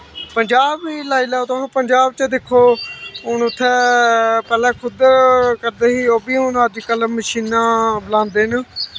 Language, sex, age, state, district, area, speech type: Dogri, male, 18-30, Jammu and Kashmir, Samba, rural, spontaneous